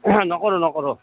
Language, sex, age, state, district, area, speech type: Assamese, male, 45-60, Assam, Goalpara, rural, conversation